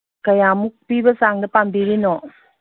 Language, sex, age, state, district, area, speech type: Manipuri, female, 45-60, Manipur, Kangpokpi, urban, conversation